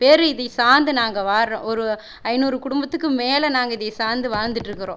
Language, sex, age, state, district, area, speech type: Tamil, female, 30-45, Tamil Nadu, Erode, rural, spontaneous